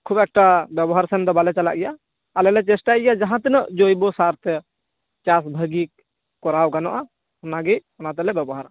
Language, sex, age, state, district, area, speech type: Santali, male, 18-30, West Bengal, Purba Bardhaman, rural, conversation